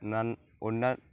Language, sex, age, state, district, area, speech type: Bengali, male, 18-30, West Bengal, Uttar Dinajpur, rural, spontaneous